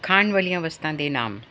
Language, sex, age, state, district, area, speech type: Punjabi, female, 45-60, Punjab, Ludhiana, urban, spontaneous